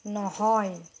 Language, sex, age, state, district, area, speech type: Assamese, female, 45-60, Assam, Nagaon, rural, read